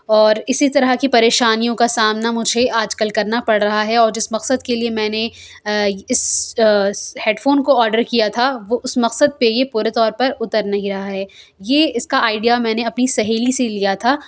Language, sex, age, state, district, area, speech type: Urdu, female, 30-45, Delhi, South Delhi, urban, spontaneous